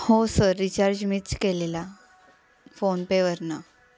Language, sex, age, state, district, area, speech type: Marathi, female, 18-30, Maharashtra, Ahmednagar, rural, spontaneous